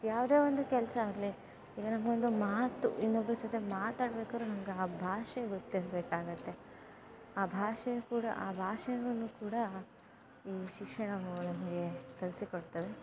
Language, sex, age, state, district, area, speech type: Kannada, female, 18-30, Karnataka, Dakshina Kannada, rural, spontaneous